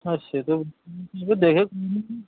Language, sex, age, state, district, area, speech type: Bengali, male, 18-30, West Bengal, Paschim Medinipur, rural, conversation